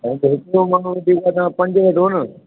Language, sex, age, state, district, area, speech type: Sindhi, male, 30-45, Delhi, South Delhi, urban, conversation